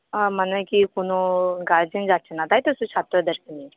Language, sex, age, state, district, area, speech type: Bengali, female, 30-45, West Bengal, Purba Bardhaman, rural, conversation